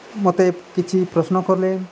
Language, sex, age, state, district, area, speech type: Odia, male, 45-60, Odisha, Nabarangpur, rural, spontaneous